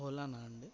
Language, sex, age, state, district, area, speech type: Telugu, male, 18-30, Telangana, Hyderabad, rural, spontaneous